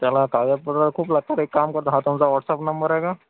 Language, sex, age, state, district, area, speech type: Marathi, male, 30-45, Maharashtra, Akola, rural, conversation